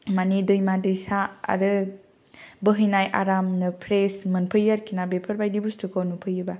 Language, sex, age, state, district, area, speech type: Bodo, female, 18-30, Assam, Kokrajhar, rural, spontaneous